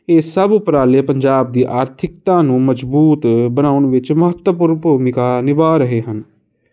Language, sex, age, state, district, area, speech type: Punjabi, male, 18-30, Punjab, Kapurthala, urban, spontaneous